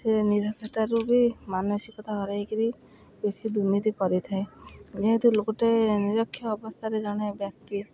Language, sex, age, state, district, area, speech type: Odia, female, 30-45, Odisha, Jagatsinghpur, rural, spontaneous